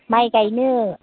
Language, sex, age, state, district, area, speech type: Bodo, female, 60+, Assam, Udalguri, rural, conversation